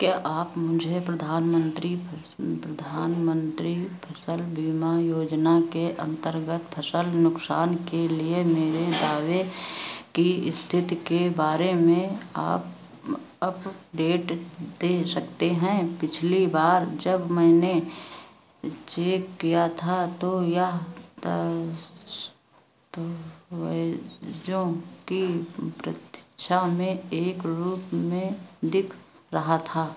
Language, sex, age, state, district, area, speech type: Hindi, female, 60+, Uttar Pradesh, Sitapur, rural, read